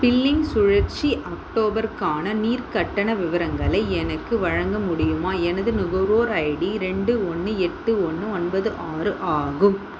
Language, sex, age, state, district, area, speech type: Tamil, female, 30-45, Tamil Nadu, Vellore, urban, read